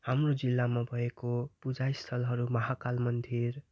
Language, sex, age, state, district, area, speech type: Nepali, male, 18-30, West Bengal, Darjeeling, rural, spontaneous